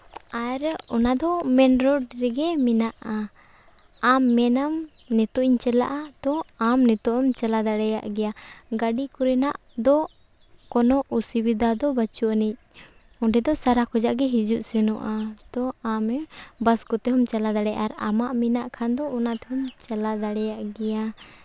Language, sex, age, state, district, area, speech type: Santali, female, 18-30, Jharkhand, Seraikela Kharsawan, rural, spontaneous